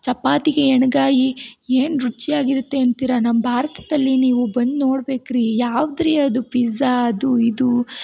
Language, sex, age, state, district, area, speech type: Kannada, female, 18-30, Karnataka, Tumkur, rural, spontaneous